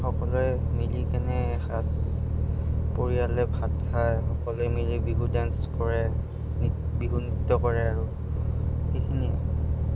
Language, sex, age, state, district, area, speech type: Assamese, male, 18-30, Assam, Goalpara, rural, spontaneous